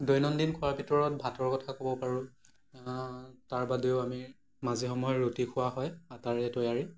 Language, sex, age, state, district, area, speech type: Assamese, male, 18-30, Assam, Morigaon, rural, spontaneous